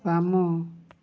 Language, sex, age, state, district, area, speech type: Odia, male, 60+, Odisha, Mayurbhanj, rural, read